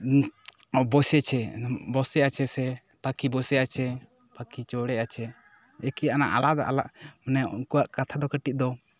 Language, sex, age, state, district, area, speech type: Santali, male, 18-30, West Bengal, Bankura, rural, spontaneous